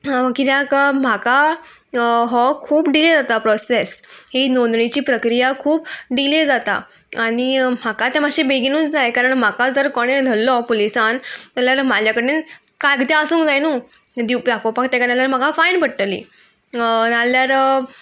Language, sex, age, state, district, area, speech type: Goan Konkani, female, 18-30, Goa, Murmgao, urban, spontaneous